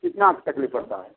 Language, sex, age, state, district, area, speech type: Hindi, male, 60+, Uttar Pradesh, Mau, urban, conversation